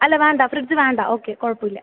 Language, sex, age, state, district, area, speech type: Malayalam, female, 18-30, Kerala, Palakkad, rural, conversation